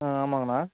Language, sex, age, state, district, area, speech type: Tamil, male, 30-45, Tamil Nadu, Chengalpattu, rural, conversation